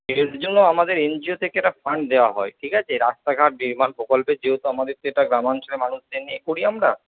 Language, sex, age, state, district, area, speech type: Bengali, male, 18-30, West Bengal, Purba Bardhaman, urban, conversation